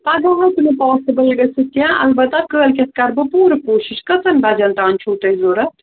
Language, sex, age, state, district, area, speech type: Kashmiri, female, 45-60, Jammu and Kashmir, Srinagar, urban, conversation